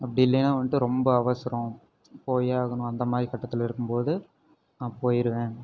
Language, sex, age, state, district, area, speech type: Tamil, male, 18-30, Tamil Nadu, Erode, rural, spontaneous